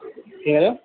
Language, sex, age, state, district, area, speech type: Hindi, male, 45-60, Rajasthan, Jodhpur, urban, conversation